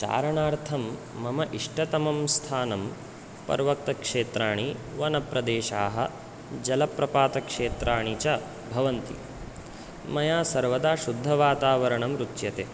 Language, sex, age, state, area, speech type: Sanskrit, male, 18-30, Chhattisgarh, rural, spontaneous